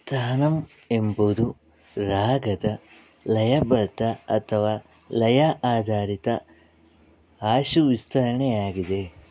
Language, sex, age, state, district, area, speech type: Kannada, male, 60+, Karnataka, Bangalore Rural, urban, read